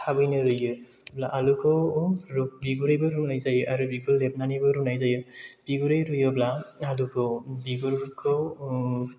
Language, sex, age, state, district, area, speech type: Bodo, male, 30-45, Assam, Chirang, rural, spontaneous